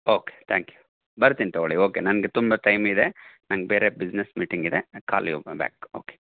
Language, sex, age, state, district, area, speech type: Kannada, male, 45-60, Karnataka, Chitradurga, rural, conversation